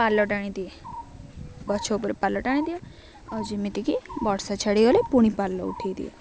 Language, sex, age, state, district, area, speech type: Odia, female, 18-30, Odisha, Jagatsinghpur, rural, spontaneous